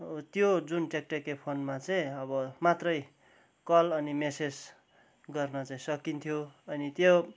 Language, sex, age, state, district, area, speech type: Nepali, male, 30-45, West Bengal, Kalimpong, rural, spontaneous